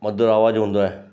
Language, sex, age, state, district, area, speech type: Sindhi, male, 60+, Gujarat, Kutch, rural, spontaneous